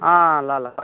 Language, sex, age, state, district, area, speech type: Nepali, male, 30-45, West Bengal, Jalpaiguri, urban, conversation